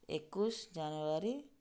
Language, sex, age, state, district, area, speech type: Odia, female, 45-60, Odisha, Bargarh, urban, spontaneous